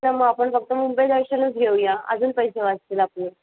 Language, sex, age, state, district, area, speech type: Marathi, female, 30-45, Maharashtra, Mumbai Suburban, urban, conversation